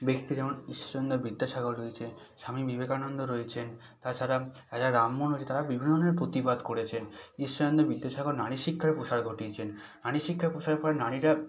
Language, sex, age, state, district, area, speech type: Bengali, male, 18-30, West Bengal, South 24 Parganas, rural, spontaneous